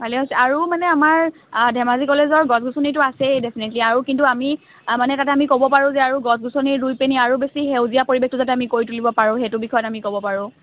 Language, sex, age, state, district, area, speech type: Assamese, female, 18-30, Assam, Dhemaji, urban, conversation